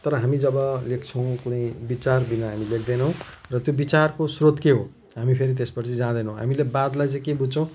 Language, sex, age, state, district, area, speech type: Nepali, male, 45-60, West Bengal, Jalpaiguri, rural, spontaneous